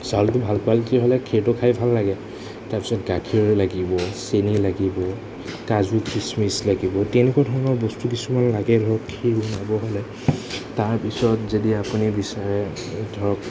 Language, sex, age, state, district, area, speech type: Assamese, male, 18-30, Assam, Nagaon, rural, spontaneous